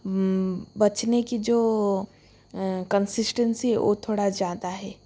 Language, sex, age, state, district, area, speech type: Hindi, female, 30-45, Rajasthan, Jodhpur, rural, spontaneous